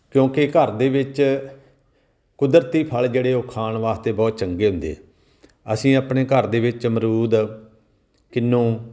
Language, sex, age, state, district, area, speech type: Punjabi, male, 45-60, Punjab, Tarn Taran, rural, spontaneous